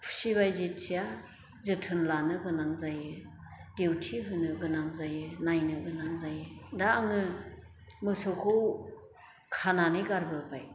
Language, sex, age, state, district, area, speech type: Bodo, female, 60+, Assam, Chirang, rural, spontaneous